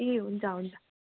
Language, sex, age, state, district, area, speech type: Nepali, female, 30-45, West Bengal, Darjeeling, rural, conversation